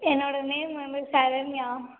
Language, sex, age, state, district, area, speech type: Tamil, female, 18-30, Tamil Nadu, Cuddalore, rural, conversation